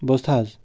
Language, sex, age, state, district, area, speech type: Kashmiri, male, 30-45, Jammu and Kashmir, Bandipora, rural, spontaneous